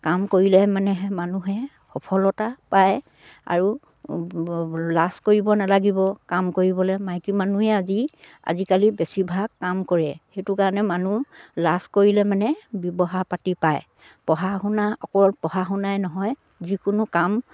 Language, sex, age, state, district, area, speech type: Assamese, female, 60+, Assam, Dibrugarh, rural, spontaneous